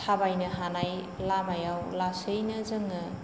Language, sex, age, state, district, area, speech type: Bodo, female, 45-60, Assam, Kokrajhar, rural, spontaneous